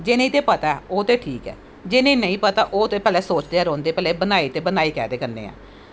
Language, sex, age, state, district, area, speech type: Dogri, female, 30-45, Jammu and Kashmir, Jammu, urban, spontaneous